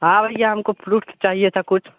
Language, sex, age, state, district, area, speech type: Hindi, male, 18-30, Uttar Pradesh, Mirzapur, rural, conversation